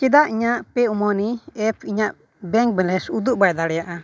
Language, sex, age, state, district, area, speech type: Santali, male, 18-30, Jharkhand, East Singhbhum, rural, read